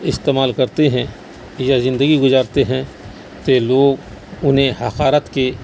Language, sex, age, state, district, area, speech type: Urdu, male, 45-60, Bihar, Saharsa, rural, spontaneous